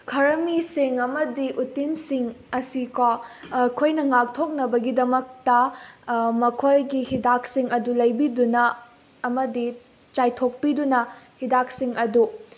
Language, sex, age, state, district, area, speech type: Manipuri, female, 18-30, Manipur, Bishnupur, rural, spontaneous